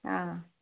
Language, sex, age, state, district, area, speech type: Kannada, female, 18-30, Karnataka, Davanagere, rural, conversation